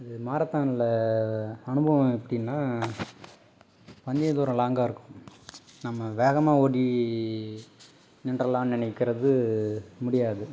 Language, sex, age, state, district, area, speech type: Tamil, male, 30-45, Tamil Nadu, Dharmapuri, rural, spontaneous